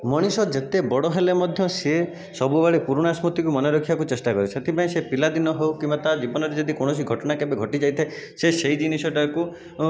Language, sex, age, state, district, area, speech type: Odia, male, 45-60, Odisha, Jajpur, rural, spontaneous